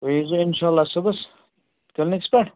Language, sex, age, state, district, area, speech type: Kashmiri, male, 30-45, Jammu and Kashmir, Kupwara, rural, conversation